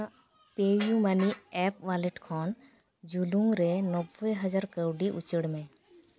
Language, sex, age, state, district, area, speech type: Santali, female, 30-45, West Bengal, Paschim Bardhaman, rural, read